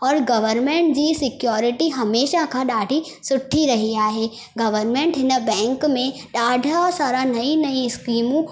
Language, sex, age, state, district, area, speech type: Sindhi, female, 18-30, Madhya Pradesh, Katni, rural, spontaneous